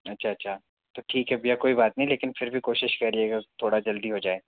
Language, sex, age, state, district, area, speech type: Hindi, male, 60+, Madhya Pradesh, Bhopal, urban, conversation